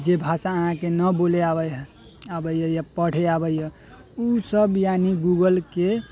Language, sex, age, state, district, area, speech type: Maithili, male, 18-30, Bihar, Muzaffarpur, rural, spontaneous